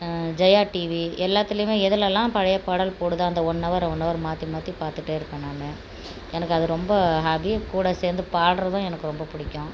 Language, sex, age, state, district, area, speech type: Tamil, female, 45-60, Tamil Nadu, Tiruchirappalli, rural, spontaneous